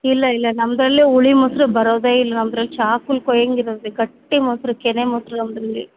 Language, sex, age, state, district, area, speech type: Kannada, female, 30-45, Karnataka, Bellary, rural, conversation